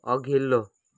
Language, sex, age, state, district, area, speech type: Nepali, male, 18-30, West Bengal, Kalimpong, rural, read